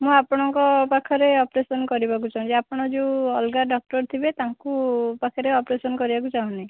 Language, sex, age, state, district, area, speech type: Odia, female, 18-30, Odisha, Puri, urban, conversation